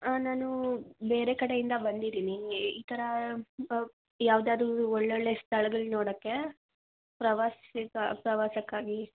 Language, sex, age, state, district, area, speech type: Kannada, female, 30-45, Karnataka, Davanagere, urban, conversation